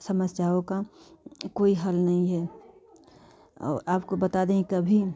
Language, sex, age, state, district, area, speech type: Hindi, female, 45-60, Uttar Pradesh, Jaunpur, urban, spontaneous